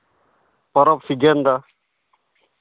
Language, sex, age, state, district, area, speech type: Santali, male, 30-45, Jharkhand, Pakur, rural, conversation